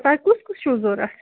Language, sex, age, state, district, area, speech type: Kashmiri, female, 30-45, Jammu and Kashmir, Ganderbal, rural, conversation